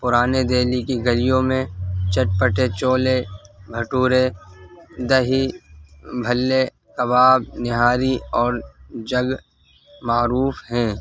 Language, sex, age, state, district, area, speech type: Urdu, male, 18-30, Delhi, North East Delhi, urban, spontaneous